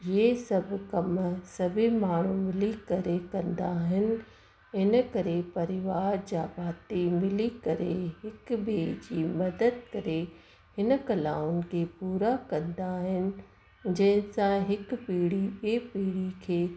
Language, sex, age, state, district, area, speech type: Sindhi, female, 30-45, Rajasthan, Ajmer, urban, spontaneous